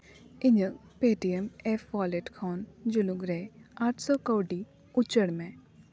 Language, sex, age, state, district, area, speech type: Santali, female, 18-30, West Bengal, Paschim Bardhaman, rural, read